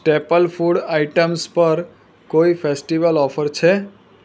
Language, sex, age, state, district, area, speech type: Gujarati, male, 30-45, Gujarat, Surat, urban, read